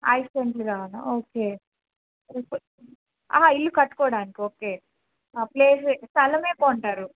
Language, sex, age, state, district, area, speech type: Telugu, female, 18-30, Andhra Pradesh, Bapatla, urban, conversation